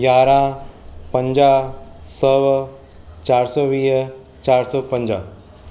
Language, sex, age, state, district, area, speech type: Sindhi, male, 45-60, Maharashtra, Mumbai Suburban, urban, spontaneous